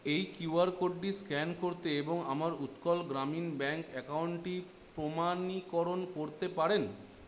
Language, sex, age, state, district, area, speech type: Bengali, male, 18-30, West Bengal, Purulia, urban, read